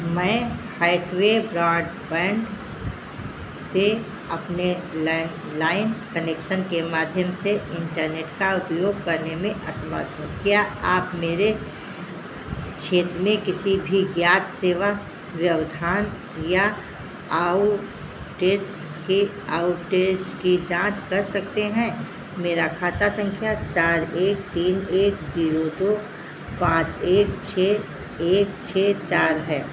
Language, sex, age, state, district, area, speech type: Hindi, female, 60+, Uttar Pradesh, Sitapur, rural, read